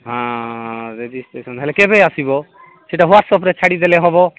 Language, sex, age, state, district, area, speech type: Odia, male, 45-60, Odisha, Nabarangpur, rural, conversation